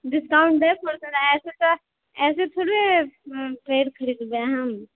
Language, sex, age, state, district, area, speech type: Maithili, female, 30-45, Bihar, Purnia, rural, conversation